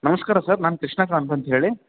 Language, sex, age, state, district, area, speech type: Kannada, male, 18-30, Karnataka, Bellary, rural, conversation